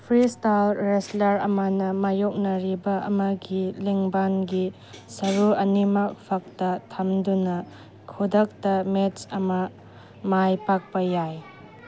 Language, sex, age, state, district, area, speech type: Manipuri, female, 30-45, Manipur, Chandel, rural, read